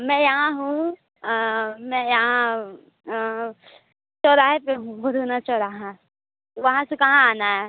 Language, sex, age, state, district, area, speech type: Hindi, female, 18-30, Uttar Pradesh, Mirzapur, urban, conversation